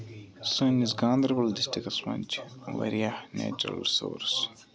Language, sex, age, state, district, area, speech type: Kashmiri, male, 18-30, Jammu and Kashmir, Ganderbal, rural, spontaneous